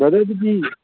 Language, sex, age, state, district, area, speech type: Manipuri, male, 18-30, Manipur, Kangpokpi, urban, conversation